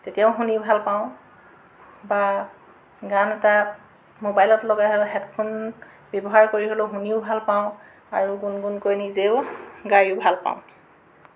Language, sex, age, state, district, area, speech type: Assamese, female, 45-60, Assam, Jorhat, urban, spontaneous